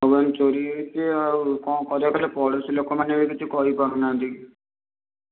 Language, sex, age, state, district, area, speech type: Odia, male, 18-30, Odisha, Bhadrak, rural, conversation